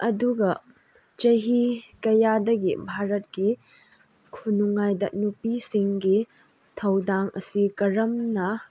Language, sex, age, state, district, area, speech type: Manipuri, female, 18-30, Manipur, Chandel, rural, spontaneous